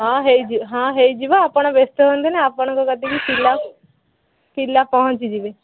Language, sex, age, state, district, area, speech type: Odia, female, 30-45, Odisha, Sambalpur, rural, conversation